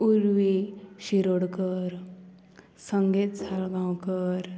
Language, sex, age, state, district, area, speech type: Goan Konkani, female, 18-30, Goa, Murmgao, rural, spontaneous